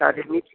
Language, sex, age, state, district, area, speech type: Bengali, male, 60+, West Bengal, Dakshin Dinajpur, rural, conversation